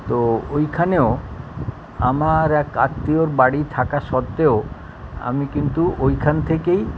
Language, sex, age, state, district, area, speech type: Bengali, male, 60+, West Bengal, Kolkata, urban, spontaneous